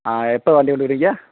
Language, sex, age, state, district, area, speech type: Tamil, male, 30-45, Tamil Nadu, Theni, rural, conversation